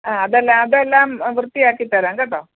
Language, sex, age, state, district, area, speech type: Malayalam, female, 45-60, Kerala, Pathanamthitta, rural, conversation